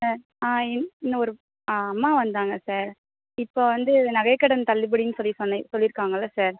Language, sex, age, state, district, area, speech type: Tamil, female, 18-30, Tamil Nadu, Perambalur, rural, conversation